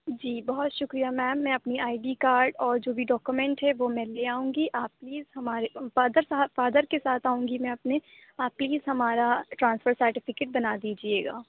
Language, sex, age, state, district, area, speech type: Urdu, female, 18-30, Uttar Pradesh, Aligarh, urban, conversation